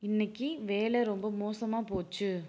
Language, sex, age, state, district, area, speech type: Tamil, female, 30-45, Tamil Nadu, Viluppuram, urban, read